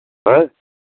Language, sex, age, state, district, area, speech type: Hindi, male, 60+, Uttar Pradesh, Pratapgarh, rural, conversation